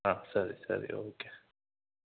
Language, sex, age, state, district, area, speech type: Kannada, male, 18-30, Karnataka, Shimoga, rural, conversation